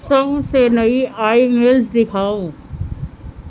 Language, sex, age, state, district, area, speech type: Urdu, female, 18-30, Delhi, Central Delhi, urban, read